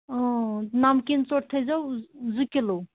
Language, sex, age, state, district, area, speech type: Kashmiri, female, 30-45, Jammu and Kashmir, Anantnag, rural, conversation